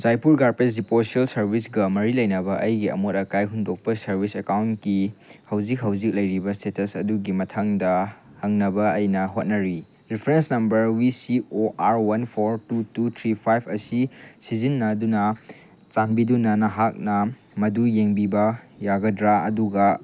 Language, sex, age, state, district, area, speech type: Manipuri, male, 18-30, Manipur, Chandel, rural, read